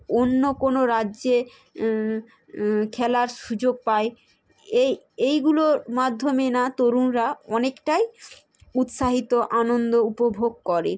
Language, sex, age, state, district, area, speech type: Bengali, female, 30-45, West Bengal, Hooghly, urban, spontaneous